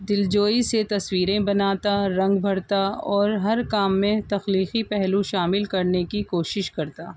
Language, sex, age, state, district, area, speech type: Urdu, female, 45-60, Delhi, North East Delhi, urban, spontaneous